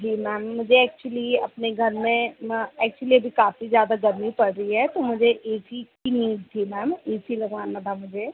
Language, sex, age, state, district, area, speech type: Hindi, female, 18-30, Madhya Pradesh, Chhindwara, urban, conversation